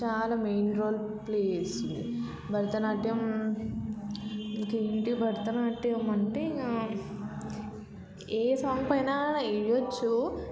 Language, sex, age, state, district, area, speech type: Telugu, female, 18-30, Telangana, Vikarabad, rural, spontaneous